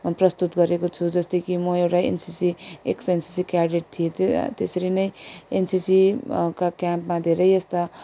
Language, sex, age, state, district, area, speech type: Nepali, female, 18-30, West Bengal, Darjeeling, rural, spontaneous